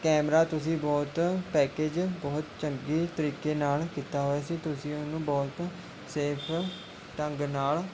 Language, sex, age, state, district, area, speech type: Punjabi, male, 18-30, Punjab, Mohali, rural, spontaneous